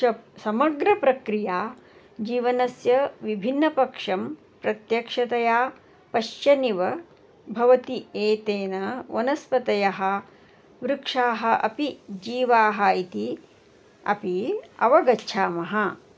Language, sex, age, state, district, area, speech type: Sanskrit, female, 45-60, Karnataka, Belgaum, urban, spontaneous